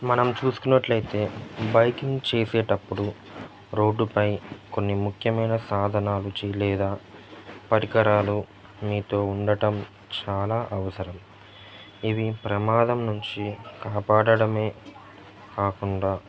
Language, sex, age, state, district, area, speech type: Telugu, male, 18-30, Andhra Pradesh, Nellore, rural, spontaneous